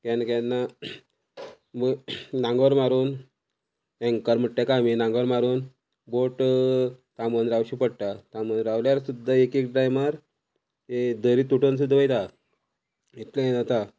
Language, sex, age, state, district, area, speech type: Goan Konkani, male, 45-60, Goa, Quepem, rural, spontaneous